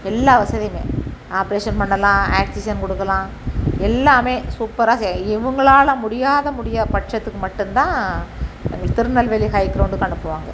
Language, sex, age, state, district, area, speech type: Tamil, female, 45-60, Tamil Nadu, Thoothukudi, rural, spontaneous